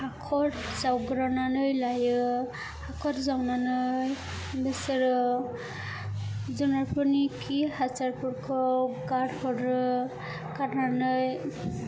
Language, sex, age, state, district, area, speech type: Bodo, female, 18-30, Assam, Chirang, rural, spontaneous